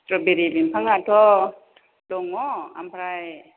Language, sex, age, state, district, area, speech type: Bodo, female, 60+, Assam, Chirang, rural, conversation